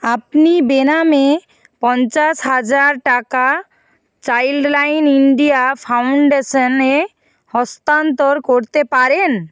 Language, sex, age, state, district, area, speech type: Bengali, female, 45-60, West Bengal, Nadia, rural, read